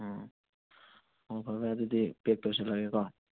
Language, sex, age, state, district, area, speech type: Manipuri, male, 30-45, Manipur, Thoubal, rural, conversation